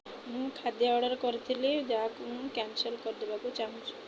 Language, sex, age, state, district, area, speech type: Odia, female, 30-45, Odisha, Kendrapara, urban, spontaneous